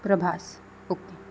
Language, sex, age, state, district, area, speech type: Goan Konkani, female, 18-30, Goa, Ponda, rural, spontaneous